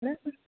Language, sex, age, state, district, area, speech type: Gujarati, female, 30-45, Gujarat, Kheda, rural, conversation